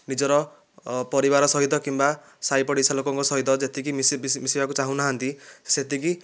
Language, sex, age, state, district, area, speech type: Odia, male, 30-45, Odisha, Nayagarh, rural, spontaneous